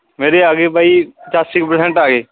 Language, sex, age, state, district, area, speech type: Punjabi, male, 18-30, Punjab, Fatehgarh Sahib, rural, conversation